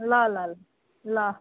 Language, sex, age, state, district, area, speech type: Nepali, female, 30-45, West Bengal, Jalpaiguri, urban, conversation